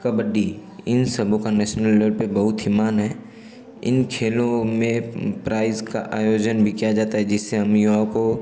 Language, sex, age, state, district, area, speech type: Hindi, male, 18-30, Uttar Pradesh, Ghazipur, rural, spontaneous